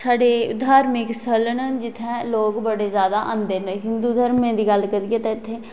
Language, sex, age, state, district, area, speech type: Dogri, female, 18-30, Jammu and Kashmir, Kathua, rural, spontaneous